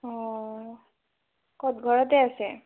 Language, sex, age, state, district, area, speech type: Assamese, female, 18-30, Assam, Darrang, rural, conversation